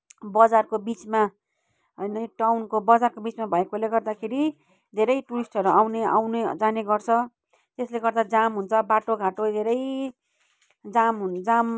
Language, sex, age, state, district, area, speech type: Nepali, female, 30-45, West Bengal, Kalimpong, rural, spontaneous